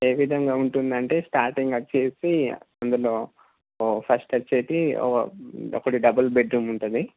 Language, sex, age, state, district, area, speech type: Telugu, male, 30-45, Andhra Pradesh, Srikakulam, urban, conversation